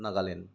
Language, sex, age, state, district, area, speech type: Assamese, male, 30-45, Assam, Kamrup Metropolitan, rural, spontaneous